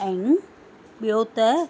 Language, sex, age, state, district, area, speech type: Sindhi, female, 45-60, Rajasthan, Ajmer, urban, spontaneous